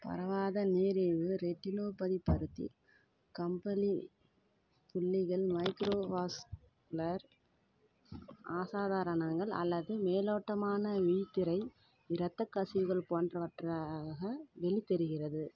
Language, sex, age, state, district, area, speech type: Tamil, female, 30-45, Tamil Nadu, Kallakurichi, rural, read